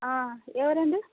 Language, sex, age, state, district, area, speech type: Telugu, female, 45-60, Andhra Pradesh, Kurnool, rural, conversation